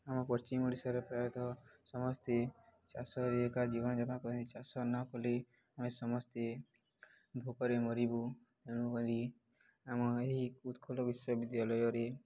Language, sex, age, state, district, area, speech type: Odia, male, 18-30, Odisha, Subarnapur, urban, spontaneous